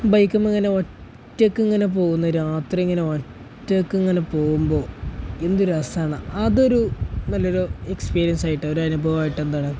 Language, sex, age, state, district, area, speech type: Malayalam, male, 18-30, Kerala, Malappuram, rural, spontaneous